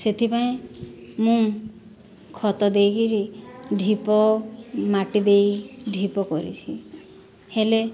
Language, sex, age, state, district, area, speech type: Odia, female, 45-60, Odisha, Boudh, rural, spontaneous